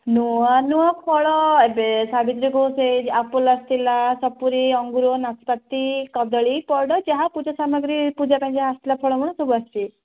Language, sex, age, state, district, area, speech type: Odia, female, 30-45, Odisha, Kandhamal, rural, conversation